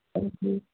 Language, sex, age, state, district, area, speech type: Dogri, female, 30-45, Jammu and Kashmir, Samba, urban, conversation